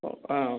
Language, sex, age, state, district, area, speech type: Malayalam, female, 30-45, Kerala, Malappuram, rural, conversation